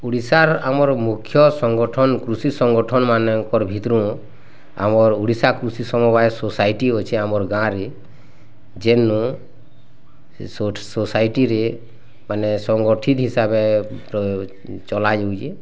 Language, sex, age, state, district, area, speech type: Odia, male, 30-45, Odisha, Bargarh, urban, spontaneous